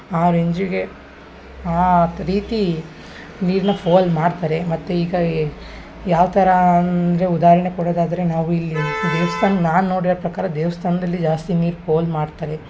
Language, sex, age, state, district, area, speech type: Kannada, female, 30-45, Karnataka, Hassan, urban, spontaneous